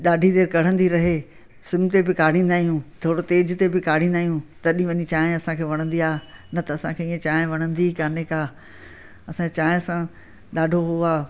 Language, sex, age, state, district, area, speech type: Sindhi, female, 60+, Madhya Pradesh, Katni, urban, spontaneous